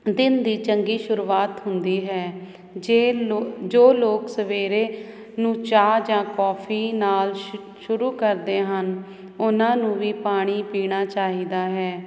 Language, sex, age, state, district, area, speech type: Punjabi, female, 30-45, Punjab, Hoshiarpur, urban, spontaneous